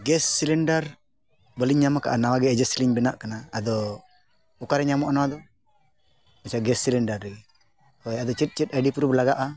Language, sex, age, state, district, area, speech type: Santali, male, 45-60, Jharkhand, Bokaro, rural, spontaneous